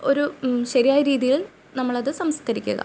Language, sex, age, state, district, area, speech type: Malayalam, female, 18-30, Kerala, Ernakulam, rural, spontaneous